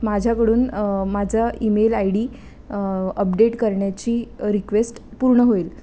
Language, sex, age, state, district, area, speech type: Marathi, female, 18-30, Maharashtra, Pune, urban, spontaneous